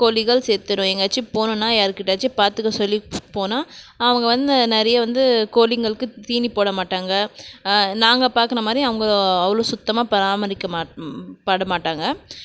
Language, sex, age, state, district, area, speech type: Tamil, female, 45-60, Tamil Nadu, Krishnagiri, rural, spontaneous